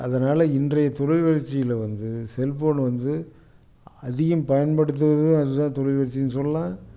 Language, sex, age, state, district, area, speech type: Tamil, male, 60+, Tamil Nadu, Coimbatore, urban, spontaneous